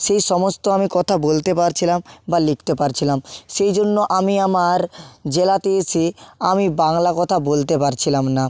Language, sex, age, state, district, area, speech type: Bengali, male, 18-30, West Bengal, Nadia, rural, spontaneous